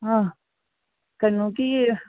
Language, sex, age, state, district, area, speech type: Manipuri, female, 60+, Manipur, Imphal East, rural, conversation